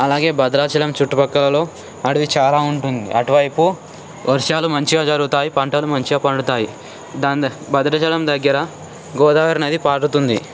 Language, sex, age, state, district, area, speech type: Telugu, male, 18-30, Telangana, Ranga Reddy, urban, spontaneous